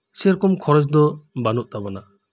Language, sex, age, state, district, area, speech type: Santali, male, 30-45, West Bengal, Birbhum, rural, spontaneous